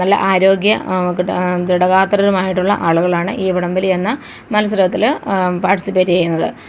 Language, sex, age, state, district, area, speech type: Malayalam, female, 45-60, Kerala, Thiruvananthapuram, rural, spontaneous